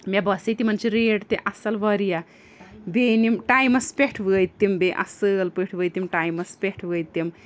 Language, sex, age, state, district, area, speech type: Kashmiri, female, 30-45, Jammu and Kashmir, Srinagar, urban, spontaneous